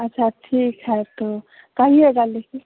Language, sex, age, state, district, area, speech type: Hindi, female, 30-45, Bihar, Samastipur, rural, conversation